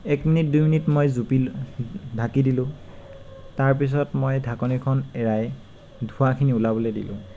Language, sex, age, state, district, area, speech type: Assamese, male, 18-30, Assam, Tinsukia, urban, spontaneous